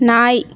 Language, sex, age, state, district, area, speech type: Tamil, female, 30-45, Tamil Nadu, Tirupattur, rural, read